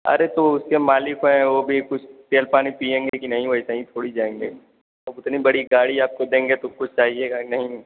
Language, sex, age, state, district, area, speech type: Hindi, male, 18-30, Uttar Pradesh, Azamgarh, rural, conversation